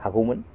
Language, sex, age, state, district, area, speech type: Bodo, male, 30-45, Assam, Baksa, rural, spontaneous